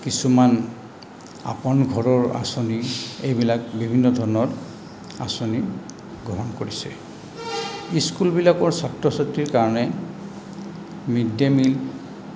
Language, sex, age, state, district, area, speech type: Assamese, male, 60+, Assam, Goalpara, rural, spontaneous